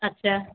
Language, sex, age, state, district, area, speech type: Hindi, female, 60+, Uttar Pradesh, Sitapur, rural, conversation